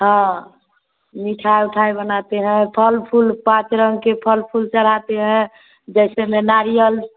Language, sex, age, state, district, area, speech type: Hindi, female, 30-45, Bihar, Vaishali, rural, conversation